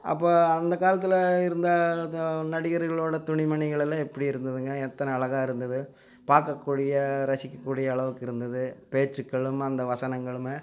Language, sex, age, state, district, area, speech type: Tamil, male, 60+, Tamil Nadu, Coimbatore, rural, spontaneous